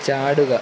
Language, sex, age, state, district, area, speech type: Malayalam, male, 18-30, Kerala, Kottayam, rural, read